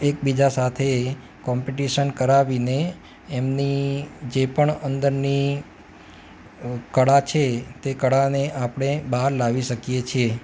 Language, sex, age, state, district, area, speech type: Gujarati, male, 30-45, Gujarat, Ahmedabad, urban, spontaneous